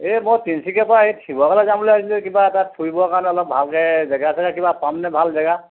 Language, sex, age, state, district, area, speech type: Assamese, male, 45-60, Assam, Sivasagar, rural, conversation